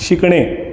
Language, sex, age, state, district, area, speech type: Marathi, male, 30-45, Maharashtra, Ratnagiri, urban, read